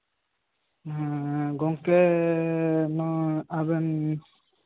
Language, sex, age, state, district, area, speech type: Santali, male, 18-30, West Bengal, Bankura, rural, conversation